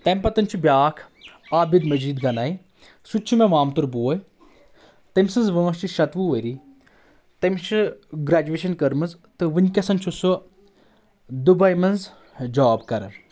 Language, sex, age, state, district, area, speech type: Kashmiri, female, 18-30, Jammu and Kashmir, Anantnag, rural, spontaneous